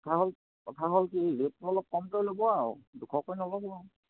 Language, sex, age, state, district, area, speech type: Assamese, male, 60+, Assam, Sivasagar, rural, conversation